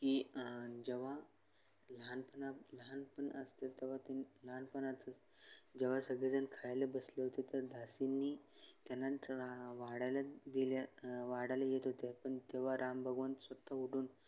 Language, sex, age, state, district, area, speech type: Marathi, male, 18-30, Maharashtra, Sangli, rural, spontaneous